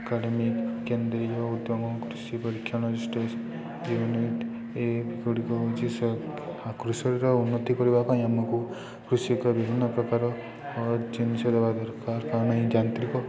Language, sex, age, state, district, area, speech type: Odia, male, 18-30, Odisha, Subarnapur, urban, spontaneous